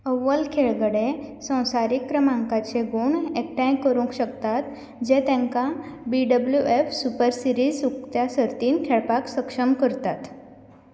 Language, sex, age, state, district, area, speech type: Goan Konkani, female, 18-30, Goa, Canacona, rural, read